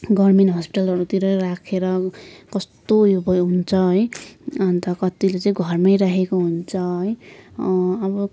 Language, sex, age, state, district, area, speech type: Nepali, female, 18-30, West Bengal, Kalimpong, rural, spontaneous